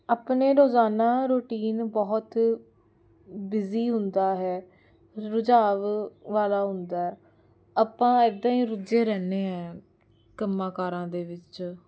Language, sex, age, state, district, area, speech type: Punjabi, female, 18-30, Punjab, Jalandhar, urban, spontaneous